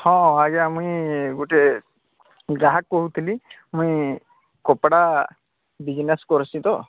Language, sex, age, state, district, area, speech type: Odia, male, 30-45, Odisha, Bargarh, urban, conversation